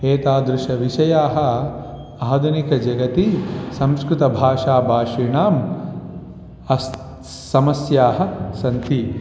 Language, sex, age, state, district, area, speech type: Sanskrit, male, 18-30, Telangana, Vikarabad, urban, spontaneous